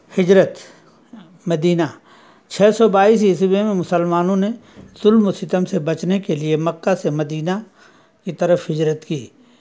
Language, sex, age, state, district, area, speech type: Urdu, male, 60+, Uttar Pradesh, Azamgarh, rural, spontaneous